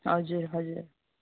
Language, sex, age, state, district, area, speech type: Nepali, female, 30-45, West Bengal, Darjeeling, rural, conversation